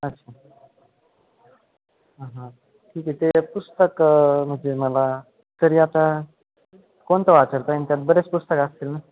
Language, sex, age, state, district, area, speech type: Marathi, male, 18-30, Maharashtra, Ahmednagar, rural, conversation